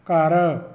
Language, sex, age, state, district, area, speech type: Punjabi, male, 60+, Punjab, Rupnagar, rural, read